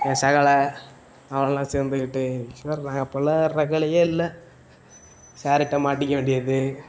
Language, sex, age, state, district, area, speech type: Tamil, male, 18-30, Tamil Nadu, Mayiladuthurai, urban, spontaneous